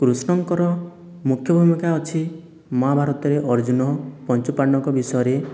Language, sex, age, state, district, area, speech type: Odia, male, 18-30, Odisha, Boudh, rural, spontaneous